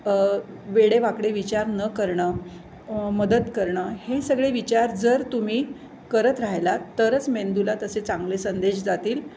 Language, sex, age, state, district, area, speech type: Marathi, female, 60+, Maharashtra, Pune, urban, spontaneous